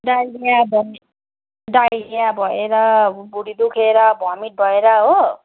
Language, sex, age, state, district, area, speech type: Nepali, female, 45-60, West Bengal, Darjeeling, rural, conversation